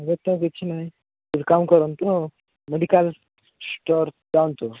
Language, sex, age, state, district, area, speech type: Odia, male, 18-30, Odisha, Koraput, urban, conversation